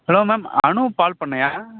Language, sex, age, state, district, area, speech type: Tamil, male, 18-30, Tamil Nadu, Perambalur, rural, conversation